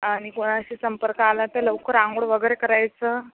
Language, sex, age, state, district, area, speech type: Marathi, female, 18-30, Maharashtra, Akola, rural, conversation